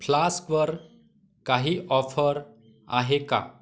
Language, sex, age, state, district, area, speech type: Marathi, male, 30-45, Maharashtra, Wardha, urban, read